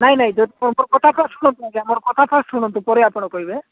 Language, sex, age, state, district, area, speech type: Odia, male, 45-60, Odisha, Nabarangpur, rural, conversation